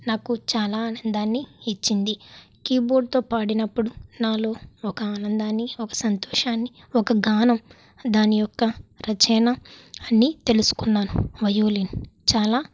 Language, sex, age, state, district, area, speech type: Telugu, female, 18-30, Andhra Pradesh, Kakinada, rural, spontaneous